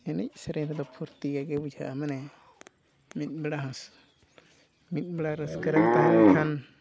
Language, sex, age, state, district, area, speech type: Santali, male, 45-60, Odisha, Mayurbhanj, rural, spontaneous